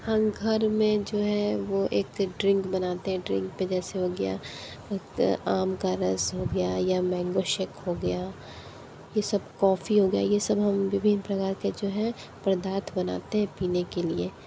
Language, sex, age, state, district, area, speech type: Hindi, female, 18-30, Uttar Pradesh, Sonbhadra, rural, spontaneous